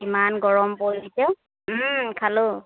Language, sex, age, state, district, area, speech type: Assamese, female, 30-45, Assam, Lakhimpur, rural, conversation